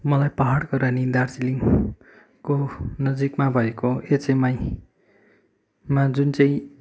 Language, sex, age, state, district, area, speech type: Nepali, male, 18-30, West Bengal, Kalimpong, rural, spontaneous